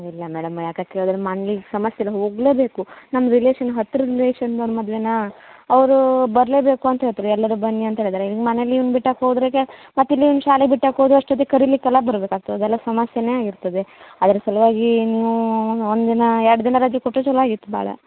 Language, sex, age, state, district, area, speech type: Kannada, female, 30-45, Karnataka, Uttara Kannada, rural, conversation